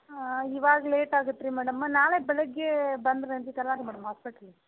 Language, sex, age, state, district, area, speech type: Kannada, female, 30-45, Karnataka, Gadag, rural, conversation